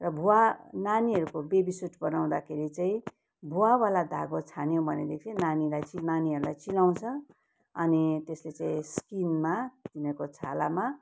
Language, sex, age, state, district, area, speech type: Nepali, female, 45-60, West Bengal, Kalimpong, rural, spontaneous